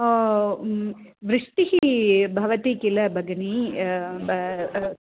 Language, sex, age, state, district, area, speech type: Sanskrit, female, 45-60, Tamil Nadu, Coimbatore, urban, conversation